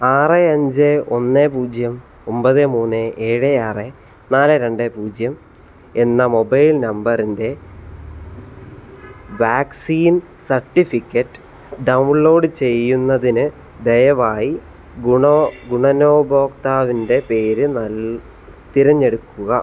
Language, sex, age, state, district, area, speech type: Malayalam, male, 18-30, Kerala, Kottayam, rural, read